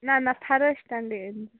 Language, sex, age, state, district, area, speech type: Kashmiri, female, 18-30, Jammu and Kashmir, Baramulla, rural, conversation